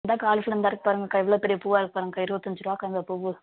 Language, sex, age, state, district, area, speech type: Tamil, female, 18-30, Tamil Nadu, Madurai, rural, conversation